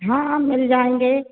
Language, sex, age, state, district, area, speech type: Hindi, female, 30-45, Madhya Pradesh, Hoshangabad, rural, conversation